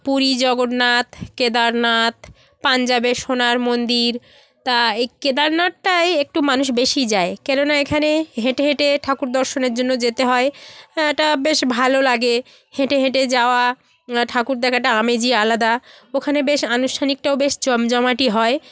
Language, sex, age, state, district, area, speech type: Bengali, female, 30-45, West Bengal, South 24 Parganas, rural, spontaneous